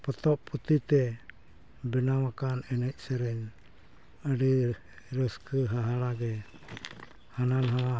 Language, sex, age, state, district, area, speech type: Santali, male, 60+, Jharkhand, East Singhbhum, rural, spontaneous